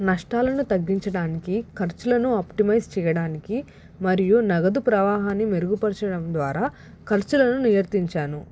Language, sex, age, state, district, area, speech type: Telugu, female, 18-30, Telangana, Hyderabad, urban, spontaneous